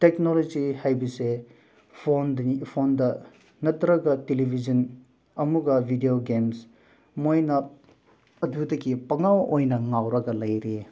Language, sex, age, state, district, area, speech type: Manipuri, male, 18-30, Manipur, Senapati, rural, spontaneous